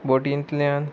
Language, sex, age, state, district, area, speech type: Goan Konkani, male, 30-45, Goa, Murmgao, rural, spontaneous